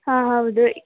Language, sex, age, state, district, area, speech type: Kannada, female, 18-30, Karnataka, Mandya, rural, conversation